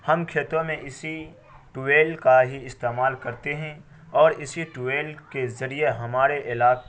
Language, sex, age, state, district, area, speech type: Urdu, male, 18-30, Bihar, Araria, rural, spontaneous